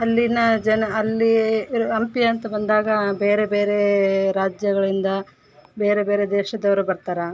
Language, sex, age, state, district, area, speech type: Kannada, female, 30-45, Karnataka, Vijayanagara, rural, spontaneous